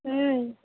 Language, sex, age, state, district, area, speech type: Marathi, female, 18-30, Maharashtra, Wardha, urban, conversation